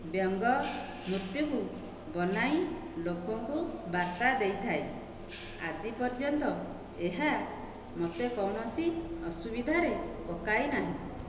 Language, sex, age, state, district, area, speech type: Odia, female, 45-60, Odisha, Dhenkanal, rural, spontaneous